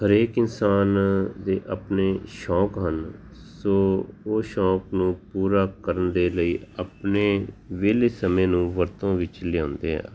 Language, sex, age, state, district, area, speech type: Punjabi, male, 45-60, Punjab, Tarn Taran, urban, spontaneous